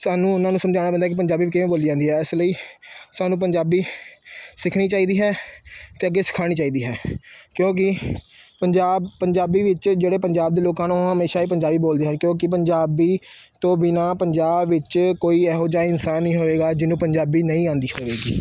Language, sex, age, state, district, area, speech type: Punjabi, male, 30-45, Punjab, Amritsar, urban, spontaneous